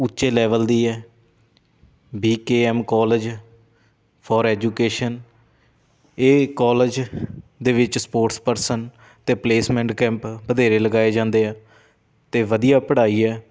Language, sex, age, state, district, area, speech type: Punjabi, male, 30-45, Punjab, Shaheed Bhagat Singh Nagar, rural, spontaneous